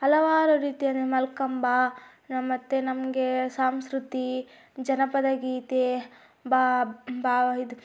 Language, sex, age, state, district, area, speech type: Kannada, female, 18-30, Karnataka, Chitradurga, rural, spontaneous